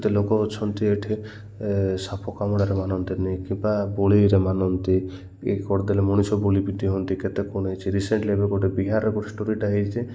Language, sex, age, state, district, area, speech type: Odia, male, 30-45, Odisha, Koraput, urban, spontaneous